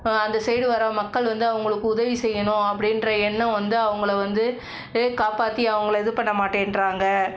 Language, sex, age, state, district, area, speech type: Tamil, female, 45-60, Tamil Nadu, Cuddalore, rural, spontaneous